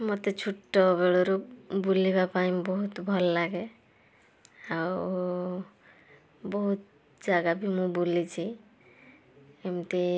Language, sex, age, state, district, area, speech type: Odia, female, 18-30, Odisha, Balasore, rural, spontaneous